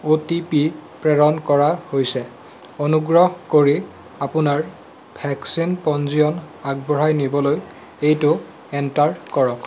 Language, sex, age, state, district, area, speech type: Assamese, male, 18-30, Assam, Sonitpur, rural, read